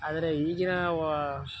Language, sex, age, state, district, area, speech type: Kannada, male, 18-30, Karnataka, Mysore, rural, spontaneous